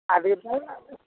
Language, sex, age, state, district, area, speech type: Tamil, male, 60+, Tamil Nadu, Tiruvannamalai, rural, conversation